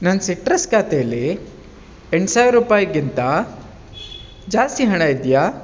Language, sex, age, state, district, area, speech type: Kannada, male, 30-45, Karnataka, Bangalore Rural, rural, read